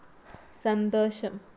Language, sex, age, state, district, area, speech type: Malayalam, female, 30-45, Kerala, Malappuram, rural, read